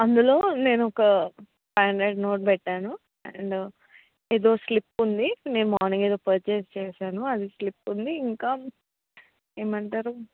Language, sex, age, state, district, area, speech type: Telugu, female, 18-30, Telangana, Hyderabad, urban, conversation